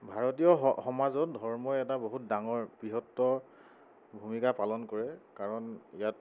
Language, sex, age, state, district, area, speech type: Assamese, male, 30-45, Assam, Tinsukia, urban, spontaneous